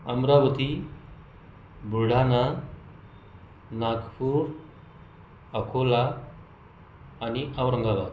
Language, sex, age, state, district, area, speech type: Marathi, male, 45-60, Maharashtra, Buldhana, rural, spontaneous